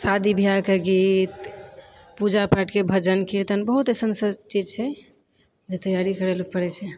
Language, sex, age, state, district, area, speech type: Maithili, female, 30-45, Bihar, Purnia, rural, spontaneous